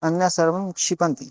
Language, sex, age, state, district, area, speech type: Sanskrit, male, 18-30, Odisha, Bargarh, rural, spontaneous